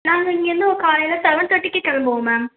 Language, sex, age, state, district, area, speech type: Tamil, female, 18-30, Tamil Nadu, Tiruvarur, urban, conversation